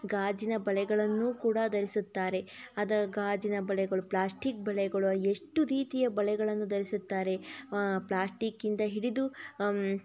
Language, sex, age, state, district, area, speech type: Kannada, female, 45-60, Karnataka, Tumkur, rural, spontaneous